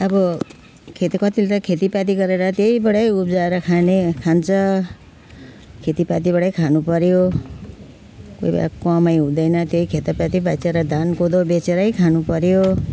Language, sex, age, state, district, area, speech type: Nepali, female, 60+, West Bengal, Jalpaiguri, urban, spontaneous